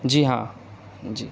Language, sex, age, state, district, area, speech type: Urdu, male, 18-30, Bihar, Gaya, urban, spontaneous